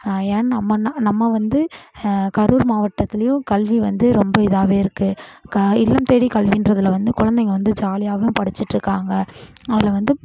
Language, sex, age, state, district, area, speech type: Tamil, female, 18-30, Tamil Nadu, Namakkal, rural, spontaneous